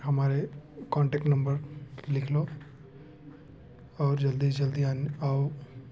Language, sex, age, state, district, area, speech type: Hindi, male, 18-30, Madhya Pradesh, Betul, rural, spontaneous